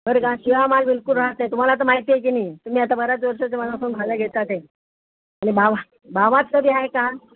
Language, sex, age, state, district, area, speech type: Marathi, female, 60+, Maharashtra, Pune, urban, conversation